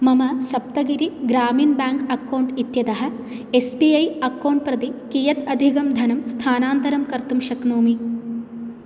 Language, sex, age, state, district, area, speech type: Sanskrit, female, 18-30, Kerala, Palakkad, rural, read